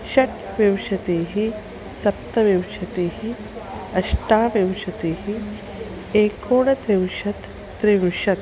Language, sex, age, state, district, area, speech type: Sanskrit, female, 45-60, Maharashtra, Nagpur, urban, spontaneous